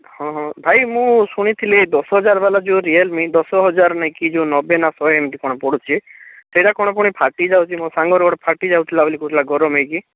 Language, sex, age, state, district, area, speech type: Odia, male, 45-60, Odisha, Bhadrak, rural, conversation